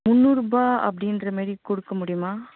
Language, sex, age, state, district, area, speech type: Tamil, female, 18-30, Tamil Nadu, Tiruvannamalai, rural, conversation